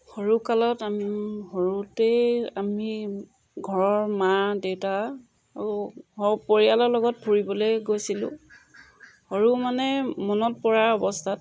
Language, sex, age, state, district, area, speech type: Assamese, female, 30-45, Assam, Jorhat, urban, spontaneous